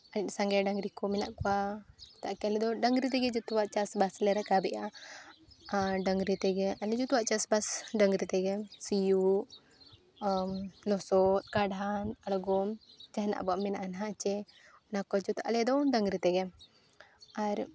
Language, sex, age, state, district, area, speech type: Santali, female, 18-30, Jharkhand, Seraikela Kharsawan, rural, spontaneous